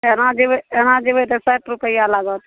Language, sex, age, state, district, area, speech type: Maithili, female, 45-60, Bihar, Araria, rural, conversation